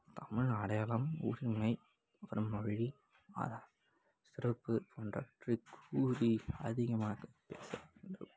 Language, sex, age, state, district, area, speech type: Tamil, male, 18-30, Tamil Nadu, Kallakurichi, rural, spontaneous